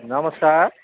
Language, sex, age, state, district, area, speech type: Nepali, male, 60+, West Bengal, Kalimpong, rural, conversation